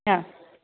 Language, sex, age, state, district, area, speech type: Goan Konkani, female, 30-45, Goa, Ponda, rural, conversation